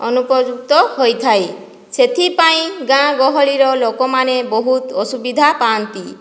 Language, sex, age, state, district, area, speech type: Odia, female, 45-60, Odisha, Boudh, rural, spontaneous